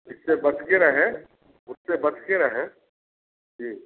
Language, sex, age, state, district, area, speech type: Hindi, male, 30-45, Bihar, Samastipur, rural, conversation